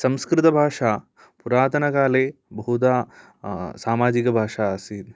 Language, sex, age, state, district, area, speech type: Sanskrit, male, 18-30, Kerala, Idukki, urban, spontaneous